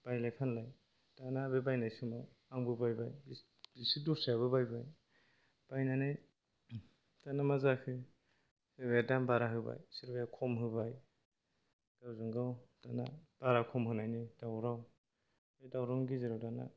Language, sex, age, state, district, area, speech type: Bodo, male, 45-60, Assam, Kokrajhar, rural, spontaneous